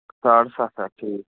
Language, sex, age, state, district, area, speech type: Kashmiri, male, 18-30, Jammu and Kashmir, Srinagar, urban, conversation